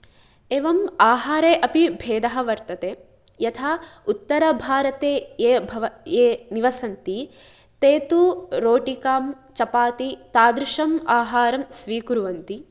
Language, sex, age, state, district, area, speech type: Sanskrit, female, 18-30, Kerala, Kasaragod, rural, spontaneous